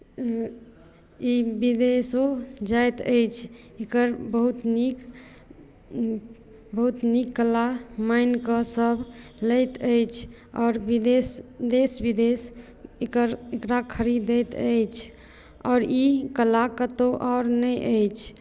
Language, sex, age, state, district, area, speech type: Maithili, female, 18-30, Bihar, Madhubani, rural, spontaneous